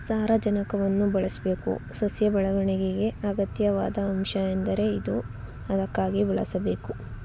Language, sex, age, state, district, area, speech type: Kannada, female, 18-30, Karnataka, Tumkur, urban, spontaneous